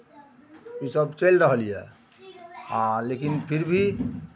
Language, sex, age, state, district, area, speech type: Maithili, male, 60+, Bihar, Araria, rural, spontaneous